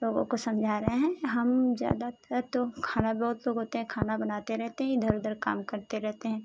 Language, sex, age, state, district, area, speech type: Hindi, female, 18-30, Uttar Pradesh, Ghazipur, urban, spontaneous